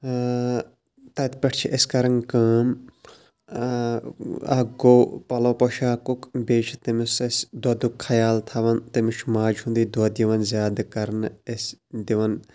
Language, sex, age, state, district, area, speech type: Kashmiri, male, 30-45, Jammu and Kashmir, Kulgam, rural, spontaneous